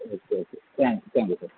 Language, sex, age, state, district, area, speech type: Malayalam, male, 30-45, Kerala, Palakkad, rural, conversation